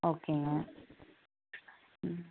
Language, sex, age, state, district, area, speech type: Tamil, female, 18-30, Tamil Nadu, Namakkal, rural, conversation